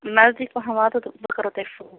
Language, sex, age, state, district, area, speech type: Kashmiri, female, 18-30, Jammu and Kashmir, Bandipora, rural, conversation